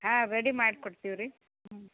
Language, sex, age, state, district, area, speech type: Kannada, female, 60+, Karnataka, Gadag, rural, conversation